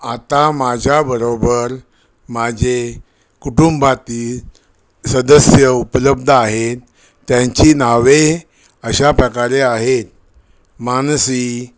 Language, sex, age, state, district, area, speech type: Marathi, male, 60+, Maharashtra, Thane, rural, spontaneous